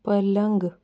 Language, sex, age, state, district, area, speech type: Hindi, female, 30-45, Rajasthan, Jaipur, urban, read